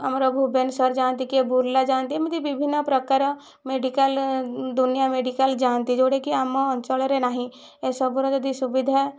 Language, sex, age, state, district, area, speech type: Odia, female, 45-60, Odisha, Kandhamal, rural, spontaneous